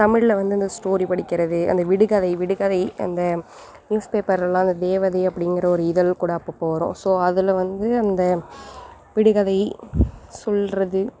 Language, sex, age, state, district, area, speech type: Tamil, female, 18-30, Tamil Nadu, Thanjavur, rural, spontaneous